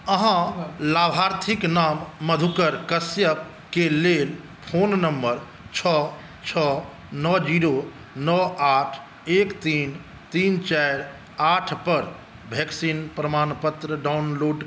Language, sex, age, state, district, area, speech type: Maithili, male, 45-60, Bihar, Saharsa, rural, read